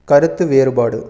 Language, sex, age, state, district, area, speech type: Tamil, male, 30-45, Tamil Nadu, Erode, rural, read